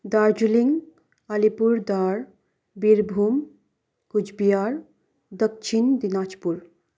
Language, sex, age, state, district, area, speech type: Nepali, female, 18-30, West Bengal, Darjeeling, rural, spontaneous